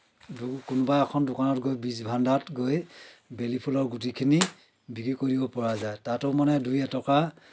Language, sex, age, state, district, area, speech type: Assamese, male, 30-45, Assam, Dhemaji, urban, spontaneous